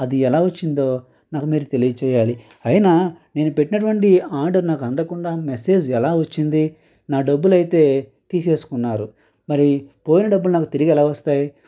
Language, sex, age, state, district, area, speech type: Telugu, male, 60+, Andhra Pradesh, Konaseema, rural, spontaneous